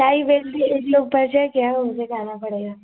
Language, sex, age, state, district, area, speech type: Hindi, female, 30-45, Uttar Pradesh, Azamgarh, urban, conversation